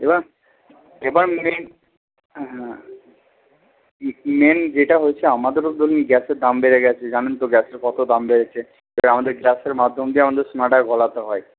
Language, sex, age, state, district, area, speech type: Bengali, male, 18-30, West Bengal, Purba Bardhaman, urban, conversation